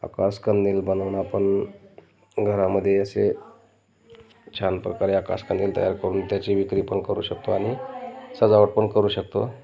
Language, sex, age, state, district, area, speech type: Marathi, male, 30-45, Maharashtra, Beed, rural, spontaneous